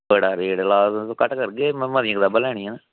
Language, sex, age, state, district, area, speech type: Dogri, male, 45-60, Jammu and Kashmir, Samba, rural, conversation